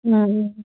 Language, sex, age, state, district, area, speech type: Manipuri, female, 45-60, Manipur, Churachandpur, urban, conversation